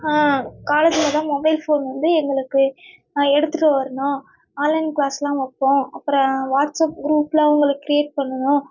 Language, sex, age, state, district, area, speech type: Tamil, female, 18-30, Tamil Nadu, Nagapattinam, rural, spontaneous